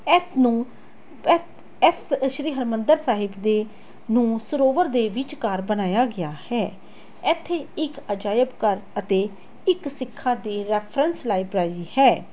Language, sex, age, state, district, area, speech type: Punjabi, female, 18-30, Punjab, Tarn Taran, urban, spontaneous